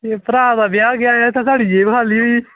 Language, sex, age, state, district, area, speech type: Dogri, male, 18-30, Jammu and Kashmir, Kathua, rural, conversation